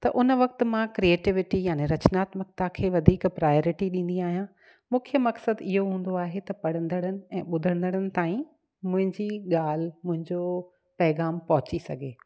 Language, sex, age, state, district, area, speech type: Sindhi, female, 45-60, Gujarat, Kutch, rural, spontaneous